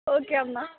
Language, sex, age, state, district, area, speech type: Telugu, female, 18-30, Telangana, Hyderabad, urban, conversation